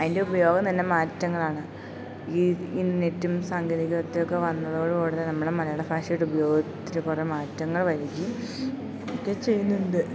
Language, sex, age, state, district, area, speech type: Malayalam, female, 18-30, Kerala, Idukki, rural, spontaneous